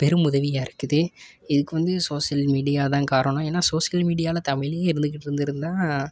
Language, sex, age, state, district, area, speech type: Tamil, male, 18-30, Tamil Nadu, Tiruppur, rural, spontaneous